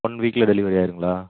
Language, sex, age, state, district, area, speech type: Tamil, male, 30-45, Tamil Nadu, Namakkal, rural, conversation